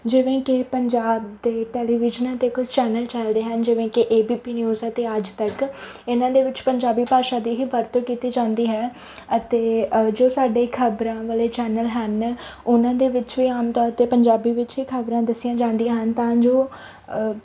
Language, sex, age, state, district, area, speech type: Punjabi, female, 18-30, Punjab, Mansa, rural, spontaneous